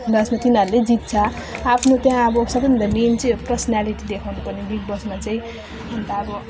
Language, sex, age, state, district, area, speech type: Nepali, female, 18-30, West Bengal, Alipurduar, rural, spontaneous